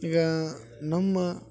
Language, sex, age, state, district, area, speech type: Kannada, male, 30-45, Karnataka, Koppal, rural, spontaneous